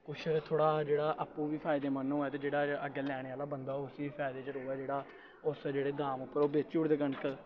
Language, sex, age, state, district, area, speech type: Dogri, male, 18-30, Jammu and Kashmir, Samba, rural, spontaneous